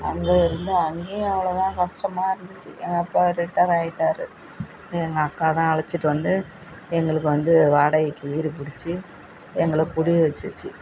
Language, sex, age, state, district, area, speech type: Tamil, female, 45-60, Tamil Nadu, Thanjavur, rural, spontaneous